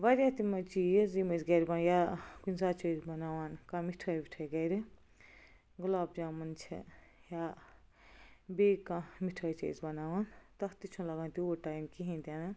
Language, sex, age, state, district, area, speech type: Kashmiri, female, 18-30, Jammu and Kashmir, Baramulla, rural, spontaneous